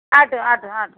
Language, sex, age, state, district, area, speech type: Tamil, female, 45-60, Tamil Nadu, Thoothukudi, rural, conversation